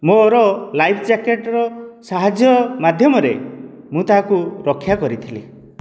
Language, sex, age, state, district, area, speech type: Odia, male, 60+, Odisha, Dhenkanal, rural, spontaneous